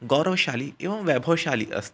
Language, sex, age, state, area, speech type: Sanskrit, male, 18-30, Chhattisgarh, urban, spontaneous